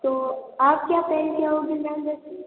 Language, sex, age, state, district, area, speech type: Hindi, female, 18-30, Rajasthan, Jodhpur, urban, conversation